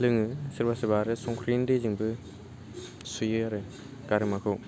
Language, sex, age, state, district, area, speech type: Bodo, male, 18-30, Assam, Baksa, rural, spontaneous